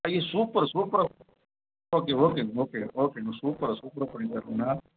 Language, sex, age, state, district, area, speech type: Tamil, male, 60+, Tamil Nadu, Erode, urban, conversation